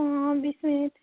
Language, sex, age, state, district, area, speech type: Assamese, female, 18-30, Assam, Udalguri, rural, conversation